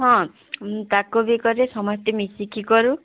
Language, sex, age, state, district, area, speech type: Odia, female, 18-30, Odisha, Sambalpur, rural, conversation